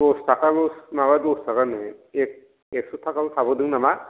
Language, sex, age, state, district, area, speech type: Bodo, male, 45-60, Assam, Chirang, rural, conversation